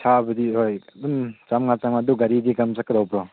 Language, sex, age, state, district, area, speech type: Manipuri, male, 18-30, Manipur, Chandel, rural, conversation